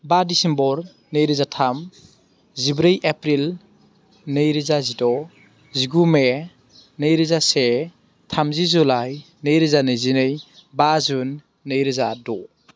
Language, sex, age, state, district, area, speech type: Bodo, male, 18-30, Assam, Baksa, rural, spontaneous